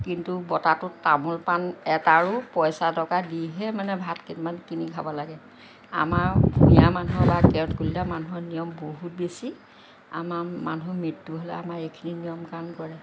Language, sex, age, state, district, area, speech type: Assamese, female, 60+, Assam, Lakhimpur, rural, spontaneous